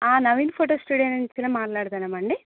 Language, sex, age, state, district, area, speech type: Telugu, female, 18-30, Telangana, Jangaon, rural, conversation